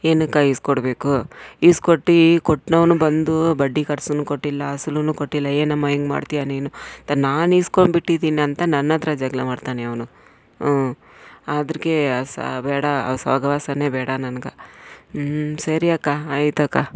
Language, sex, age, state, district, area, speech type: Kannada, female, 45-60, Karnataka, Bangalore Rural, rural, spontaneous